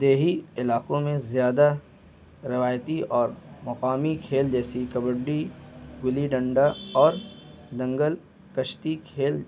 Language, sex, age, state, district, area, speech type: Urdu, male, 18-30, Bihar, Gaya, urban, spontaneous